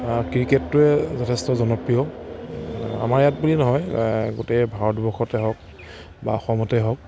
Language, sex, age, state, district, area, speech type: Assamese, male, 30-45, Assam, Charaideo, rural, spontaneous